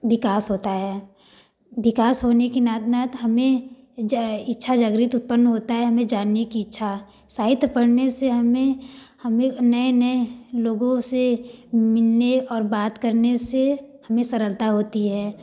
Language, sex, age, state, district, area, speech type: Hindi, female, 18-30, Uttar Pradesh, Varanasi, rural, spontaneous